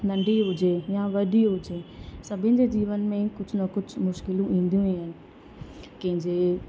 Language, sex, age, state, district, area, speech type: Sindhi, female, 30-45, Madhya Pradesh, Katni, rural, spontaneous